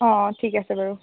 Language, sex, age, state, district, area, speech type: Assamese, female, 30-45, Assam, Tinsukia, urban, conversation